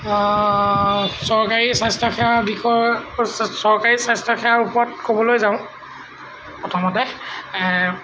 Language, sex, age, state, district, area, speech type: Assamese, male, 30-45, Assam, Lakhimpur, rural, spontaneous